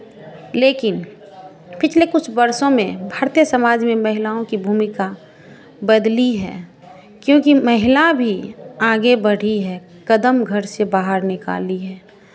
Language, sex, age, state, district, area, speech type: Hindi, female, 45-60, Bihar, Madhepura, rural, spontaneous